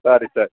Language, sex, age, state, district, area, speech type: Kannada, male, 30-45, Karnataka, Udupi, rural, conversation